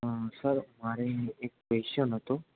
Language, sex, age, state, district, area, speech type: Gujarati, male, 18-30, Gujarat, Ahmedabad, rural, conversation